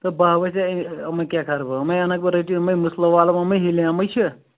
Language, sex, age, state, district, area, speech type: Kashmiri, male, 18-30, Jammu and Kashmir, Ganderbal, rural, conversation